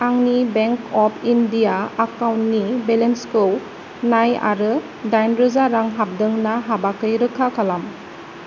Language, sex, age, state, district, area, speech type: Bodo, female, 30-45, Assam, Kokrajhar, rural, read